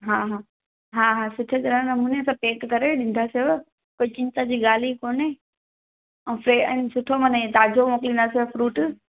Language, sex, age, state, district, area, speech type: Sindhi, female, 18-30, Gujarat, Junagadh, rural, conversation